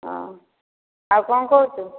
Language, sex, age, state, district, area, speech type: Odia, female, 30-45, Odisha, Dhenkanal, rural, conversation